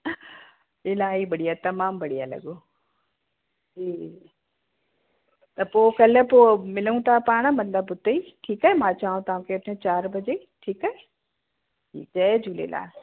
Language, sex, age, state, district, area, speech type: Sindhi, female, 45-60, Uttar Pradesh, Lucknow, urban, conversation